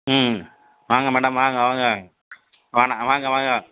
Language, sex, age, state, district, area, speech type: Tamil, male, 60+, Tamil Nadu, Tiruchirappalli, rural, conversation